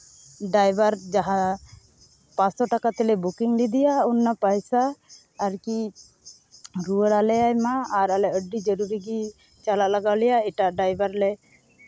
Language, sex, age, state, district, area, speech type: Santali, female, 18-30, West Bengal, Uttar Dinajpur, rural, spontaneous